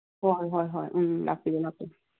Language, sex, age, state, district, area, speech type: Manipuri, female, 60+, Manipur, Imphal East, rural, conversation